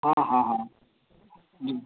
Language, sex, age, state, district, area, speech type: Hindi, male, 18-30, Bihar, Vaishali, rural, conversation